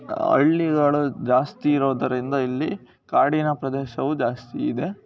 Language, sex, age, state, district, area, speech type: Kannada, male, 18-30, Karnataka, Chikkamagaluru, rural, spontaneous